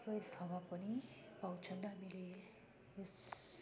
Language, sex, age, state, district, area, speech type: Nepali, female, 30-45, West Bengal, Darjeeling, rural, spontaneous